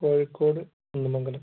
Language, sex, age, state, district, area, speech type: Malayalam, male, 45-60, Kerala, Kozhikode, urban, conversation